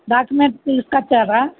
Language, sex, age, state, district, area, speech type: Telugu, female, 60+, Telangana, Hyderabad, urban, conversation